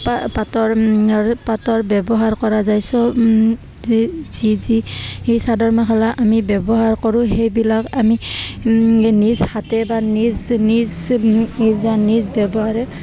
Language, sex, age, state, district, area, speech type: Assamese, female, 18-30, Assam, Barpeta, rural, spontaneous